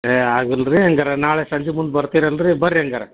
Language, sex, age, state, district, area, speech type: Kannada, male, 45-60, Karnataka, Dharwad, rural, conversation